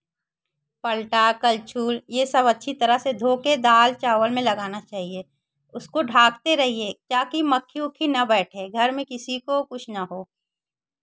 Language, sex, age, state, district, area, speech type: Hindi, female, 30-45, Uttar Pradesh, Chandauli, rural, spontaneous